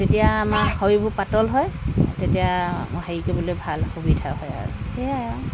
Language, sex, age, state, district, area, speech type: Assamese, female, 60+, Assam, Dibrugarh, rural, spontaneous